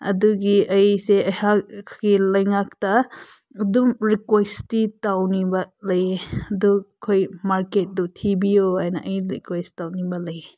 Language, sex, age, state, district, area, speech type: Manipuri, female, 30-45, Manipur, Senapati, rural, spontaneous